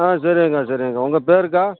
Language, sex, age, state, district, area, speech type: Tamil, male, 60+, Tamil Nadu, Pudukkottai, rural, conversation